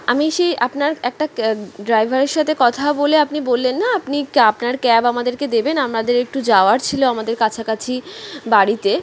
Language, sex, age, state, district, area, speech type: Bengali, female, 18-30, West Bengal, Kolkata, urban, spontaneous